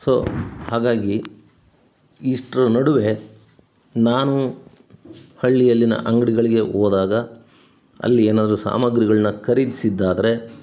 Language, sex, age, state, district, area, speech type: Kannada, male, 60+, Karnataka, Chitradurga, rural, spontaneous